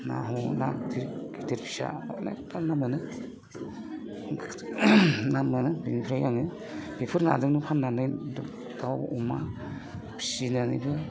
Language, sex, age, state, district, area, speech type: Bodo, male, 45-60, Assam, Udalguri, rural, spontaneous